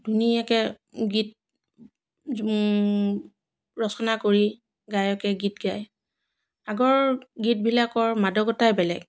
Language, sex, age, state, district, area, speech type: Assamese, female, 45-60, Assam, Biswanath, rural, spontaneous